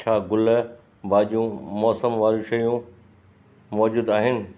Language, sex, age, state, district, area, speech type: Sindhi, male, 60+, Gujarat, Kutch, rural, read